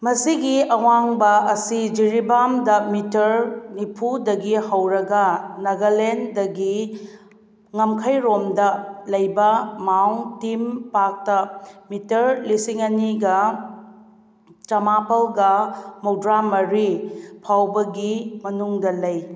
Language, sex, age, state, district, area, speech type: Manipuri, female, 30-45, Manipur, Kakching, rural, read